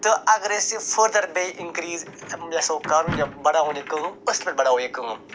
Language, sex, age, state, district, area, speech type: Kashmiri, male, 45-60, Jammu and Kashmir, Budgam, rural, spontaneous